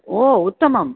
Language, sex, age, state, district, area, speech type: Sanskrit, female, 45-60, Tamil Nadu, Chennai, urban, conversation